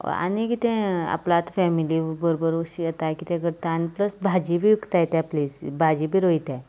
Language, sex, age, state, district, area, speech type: Goan Konkani, female, 18-30, Goa, Canacona, rural, spontaneous